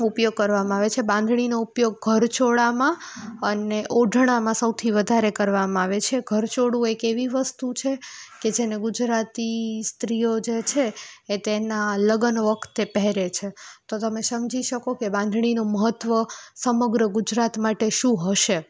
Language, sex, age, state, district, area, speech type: Gujarati, female, 18-30, Gujarat, Rajkot, rural, spontaneous